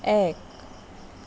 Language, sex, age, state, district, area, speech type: Assamese, female, 18-30, Assam, Sonitpur, urban, read